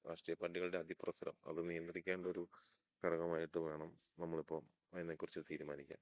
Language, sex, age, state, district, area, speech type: Malayalam, male, 30-45, Kerala, Idukki, rural, spontaneous